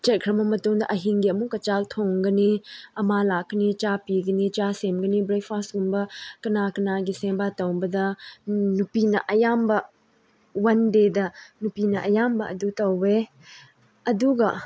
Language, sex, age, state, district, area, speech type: Manipuri, female, 18-30, Manipur, Chandel, rural, spontaneous